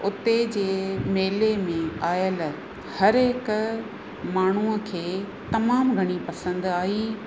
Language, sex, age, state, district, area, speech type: Sindhi, female, 45-60, Rajasthan, Ajmer, rural, spontaneous